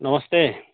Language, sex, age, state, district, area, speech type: Hindi, male, 45-60, Uttar Pradesh, Mau, urban, conversation